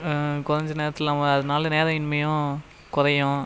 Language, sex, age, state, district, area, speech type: Tamil, male, 30-45, Tamil Nadu, Cuddalore, rural, spontaneous